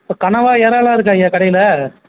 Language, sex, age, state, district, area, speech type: Tamil, male, 18-30, Tamil Nadu, Kallakurichi, rural, conversation